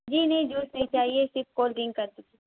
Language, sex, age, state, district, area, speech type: Urdu, female, 18-30, Uttar Pradesh, Mau, urban, conversation